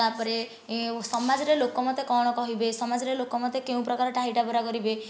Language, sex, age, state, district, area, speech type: Odia, female, 30-45, Odisha, Nayagarh, rural, spontaneous